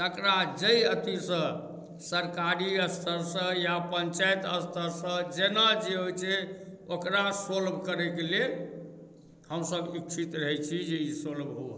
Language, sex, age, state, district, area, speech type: Maithili, male, 45-60, Bihar, Darbhanga, rural, spontaneous